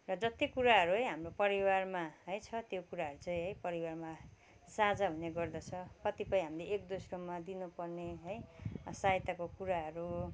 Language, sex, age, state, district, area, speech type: Nepali, female, 45-60, West Bengal, Kalimpong, rural, spontaneous